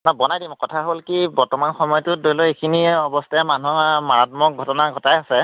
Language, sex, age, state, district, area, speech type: Assamese, male, 30-45, Assam, Majuli, urban, conversation